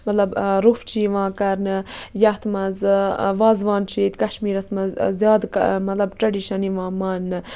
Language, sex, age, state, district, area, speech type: Kashmiri, female, 30-45, Jammu and Kashmir, Budgam, rural, spontaneous